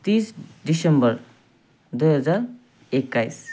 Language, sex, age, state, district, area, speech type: Nepali, male, 30-45, West Bengal, Jalpaiguri, rural, spontaneous